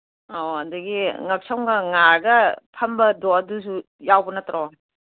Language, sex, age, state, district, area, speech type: Manipuri, female, 60+, Manipur, Kangpokpi, urban, conversation